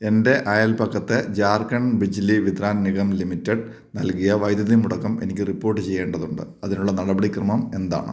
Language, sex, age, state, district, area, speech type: Malayalam, male, 30-45, Kerala, Kottayam, rural, read